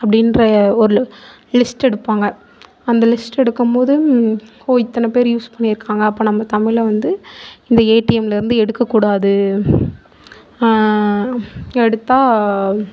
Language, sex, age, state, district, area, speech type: Tamil, female, 18-30, Tamil Nadu, Mayiladuthurai, urban, spontaneous